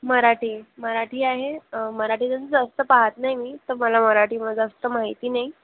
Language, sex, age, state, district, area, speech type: Marathi, female, 18-30, Maharashtra, Nagpur, urban, conversation